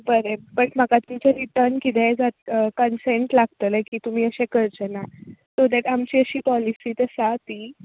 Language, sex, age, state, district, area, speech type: Goan Konkani, female, 18-30, Goa, Tiswadi, rural, conversation